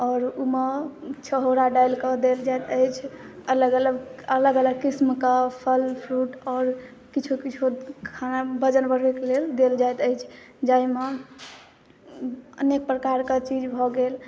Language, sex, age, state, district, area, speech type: Maithili, female, 18-30, Bihar, Madhubani, rural, spontaneous